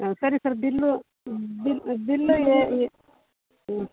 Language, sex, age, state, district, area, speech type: Kannada, female, 45-60, Karnataka, Mysore, urban, conversation